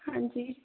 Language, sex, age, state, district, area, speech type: Punjabi, female, 18-30, Punjab, Gurdaspur, rural, conversation